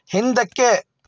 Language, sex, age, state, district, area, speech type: Kannada, male, 45-60, Karnataka, Bidar, rural, read